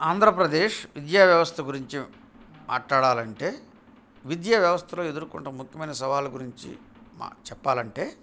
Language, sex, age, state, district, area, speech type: Telugu, male, 45-60, Andhra Pradesh, Bapatla, urban, spontaneous